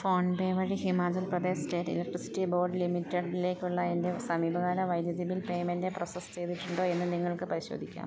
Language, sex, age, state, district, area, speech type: Malayalam, female, 30-45, Kerala, Idukki, rural, read